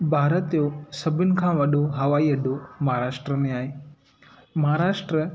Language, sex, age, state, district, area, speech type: Sindhi, male, 18-30, Maharashtra, Thane, urban, spontaneous